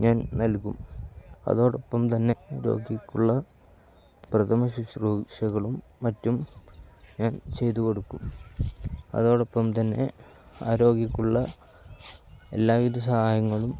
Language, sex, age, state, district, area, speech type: Malayalam, male, 18-30, Kerala, Kozhikode, rural, spontaneous